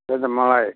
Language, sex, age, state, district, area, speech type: Nepali, male, 60+, West Bengal, Darjeeling, rural, conversation